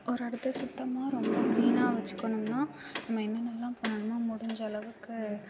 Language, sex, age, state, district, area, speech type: Tamil, female, 18-30, Tamil Nadu, Karur, rural, spontaneous